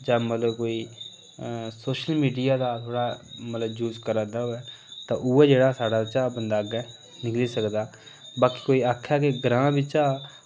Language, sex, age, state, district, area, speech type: Dogri, male, 18-30, Jammu and Kashmir, Reasi, rural, spontaneous